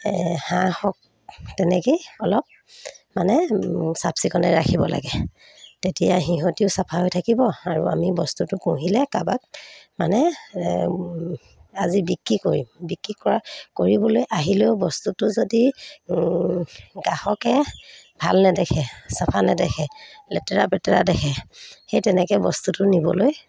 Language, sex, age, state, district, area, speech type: Assamese, female, 30-45, Assam, Sivasagar, rural, spontaneous